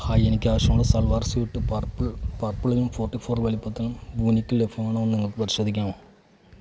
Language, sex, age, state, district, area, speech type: Malayalam, male, 45-60, Kerala, Alappuzha, rural, read